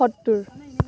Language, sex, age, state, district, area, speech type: Assamese, female, 18-30, Assam, Kamrup Metropolitan, rural, spontaneous